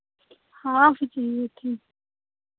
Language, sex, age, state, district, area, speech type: Hindi, female, 45-60, Uttar Pradesh, Lucknow, rural, conversation